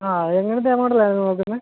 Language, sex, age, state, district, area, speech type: Malayalam, male, 18-30, Kerala, Kottayam, rural, conversation